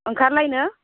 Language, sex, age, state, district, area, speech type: Bodo, female, 30-45, Assam, Udalguri, urban, conversation